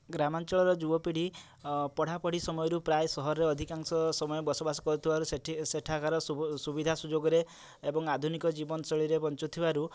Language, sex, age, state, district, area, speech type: Odia, male, 30-45, Odisha, Mayurbhanj, rural, spontaneous